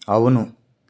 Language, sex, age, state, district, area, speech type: Telugu, male, 18-30, Andhra Pradesh, Srikakulam, urban, read